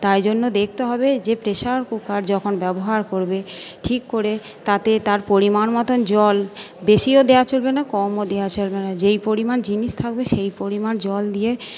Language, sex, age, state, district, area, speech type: Bengali, female, 45-60, West Bengal, Purba Bardhaman, urban, spontaneous